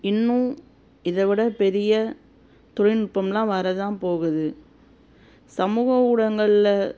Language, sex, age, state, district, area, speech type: Tamil, female, 30-45, Tamil Nadu, Madurai, urban, spontaneous